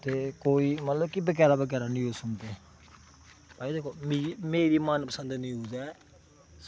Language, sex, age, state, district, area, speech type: Dogri, male, 18-30, Jammu and Kashmir, Kathua, rural, spontaneous